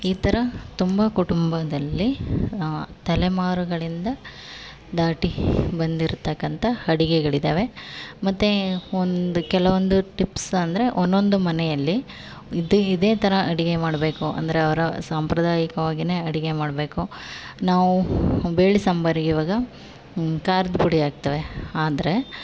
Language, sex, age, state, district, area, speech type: Kannada, female, 18-30, Karnataka, Chamarajanagar, rural, spontaneous